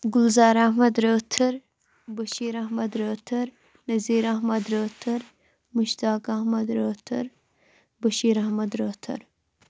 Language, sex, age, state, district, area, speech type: Kashmiri, female, 18-30, Jammu and Kashmir, Shopian, rural, spontaneous